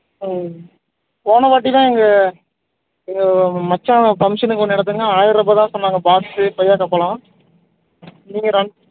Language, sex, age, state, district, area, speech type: Tamil, male, 18-30, Tamil Nadu, Dharmapuri, rural, conversation